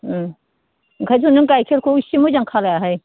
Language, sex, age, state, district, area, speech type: Bodo, female, 60+, Assam, Udalguri, rural, conversation